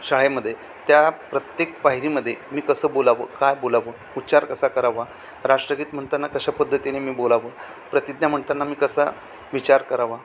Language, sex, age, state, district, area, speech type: Marathi, male, 45-60, Maharashtra, Thane, rural, spontaneous